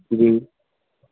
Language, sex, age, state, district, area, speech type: Urdu, male, 18-30, Delhi, North West Delhi, urban, conversation